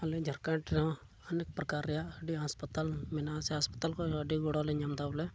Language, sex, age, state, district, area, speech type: Santali, male, 18-30, Jharkhand, Pakur, rural, spontaneous